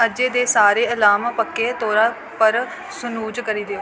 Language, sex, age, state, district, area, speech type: Dogri, female, 18-30, Jammu and Kashmir, Kathua, rural, read